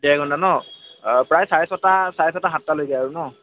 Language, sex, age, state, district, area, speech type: Assamese, male, 18-30, Assam, Dibrugarh, urban, conversation